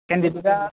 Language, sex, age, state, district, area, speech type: Bodo, male, 30-45, Assam, Kokrajhar, rural, conversation